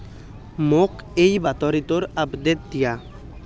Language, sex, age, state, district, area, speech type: Assamese, male, 18-30, Assam, Nalbari, rural, read